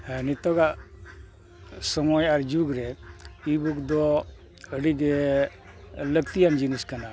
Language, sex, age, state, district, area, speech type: Santali, male, 60+, Jharkhand, East Singhbhum, rural, spontaneous